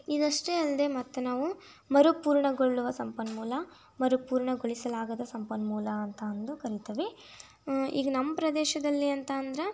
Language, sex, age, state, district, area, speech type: Kannada, female, 18-30, Karnataka, Tumkur, rural, spontaneous